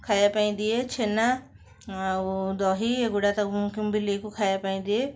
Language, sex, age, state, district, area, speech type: Odia, female, 30-45, Odisha, Cuttack, urban, spontaneous